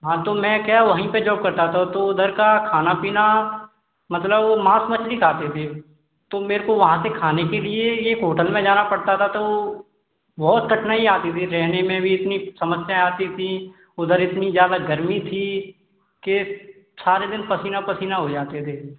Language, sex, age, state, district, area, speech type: Hindi, male, 18-30, Madhya Pradesh, Gwalior, urban, conversation